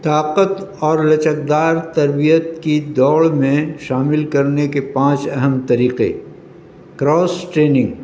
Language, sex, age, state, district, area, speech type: Urdu, male, 60+, Delhi, North East Delhi, urban, spontaneous